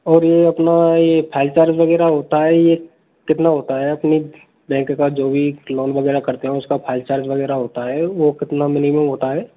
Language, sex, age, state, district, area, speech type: Hindi, male, 18-30, Rajasthan, Karauli, rural, conversation